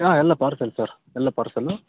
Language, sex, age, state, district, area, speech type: Kannada, male, 18-30, Karnataka, Bellary, rural, conversation